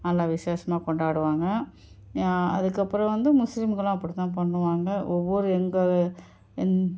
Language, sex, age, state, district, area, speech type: Tamil, female, 45-60, Tamil Nadu, Ariyalur, rural, spontaneous